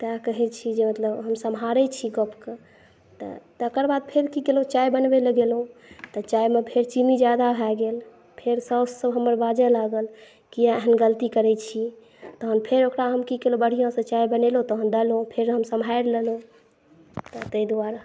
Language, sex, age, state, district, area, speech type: Maithili, female, 30-45, Bihar, Saharsa, rural, spontaneous